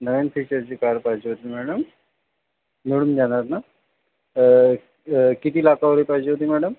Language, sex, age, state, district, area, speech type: Marathi, male, 45-60, Maharashtra, Nagpur, urban, conversation